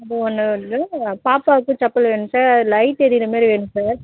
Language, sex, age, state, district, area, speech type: Tamil, female, 30-45, Tamil Nadu, Tiruvannamalai, rural, conversation